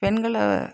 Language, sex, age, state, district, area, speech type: Tamil, female, 60+, Tamil Nadu, Dharmapuri, urban, spontaneous